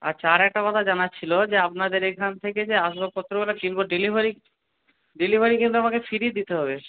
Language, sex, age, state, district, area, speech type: Bengali, male, 45-60, West Bengal, Purba Bardhaman, urban, conversation